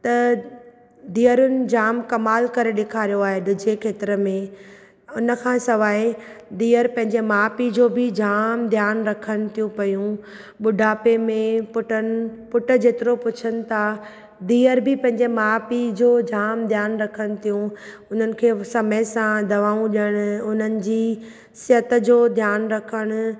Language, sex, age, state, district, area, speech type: Sindhi, female, 45-60, Maharashtra, Thane, urban, spontaneous